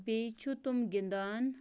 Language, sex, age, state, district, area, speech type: Kashmiri, female, 18-30, Jammu and Kashmir, Bandipora, rural, spontaneous